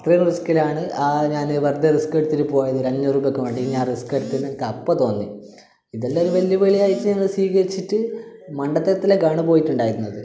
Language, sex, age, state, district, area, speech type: Malayalam, male, 18-30, Kerala, Kasaragod, urban, spontaneous